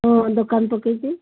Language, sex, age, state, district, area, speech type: Odia, female, 60+, Odisha, Gajapati, rural, conversation